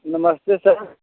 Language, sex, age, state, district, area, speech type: Hindi, male, 45-60, Uttar Pradesh, Chandauli, urban, conversation